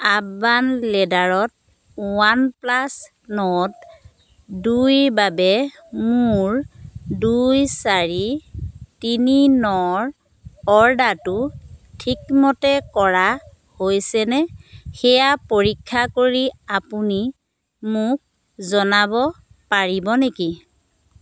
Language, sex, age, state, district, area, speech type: Assamese, female, 30-45, Assam, Dhemaji, rural, read